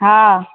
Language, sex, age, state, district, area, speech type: Maithili, female, 18-30, Bihar, Begusarai, rural, conversation